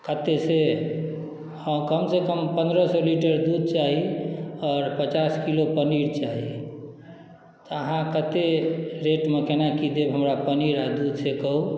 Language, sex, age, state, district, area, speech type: Maithili, male, 45-60, Bihar, Madhubani, rural, spontaneous